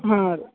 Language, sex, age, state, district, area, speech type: Kannada, male, 18-30, Karnataka, Gulbarga, urban, conversation